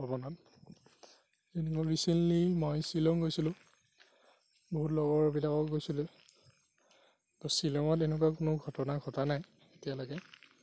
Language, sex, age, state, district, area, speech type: Assamese, male, 45-60, Assam, Darrang, rural, spontaneous